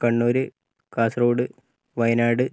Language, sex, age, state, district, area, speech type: Malayalam, male, 18-30, Kerala, Wayanad, rural, spontaneous